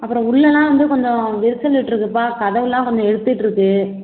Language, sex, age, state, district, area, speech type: Tamil, female, 18-30, Tamil Nadu, Ariyalur, rural, conversation